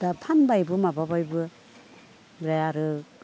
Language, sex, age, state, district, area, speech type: Bodo, female, 60+, Assam, Udalguri, rural, spontaneous